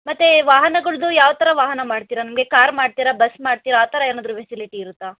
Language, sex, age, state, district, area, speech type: Kannada, female, 60+, Karnataka, Chikkaballapur, urban, conversation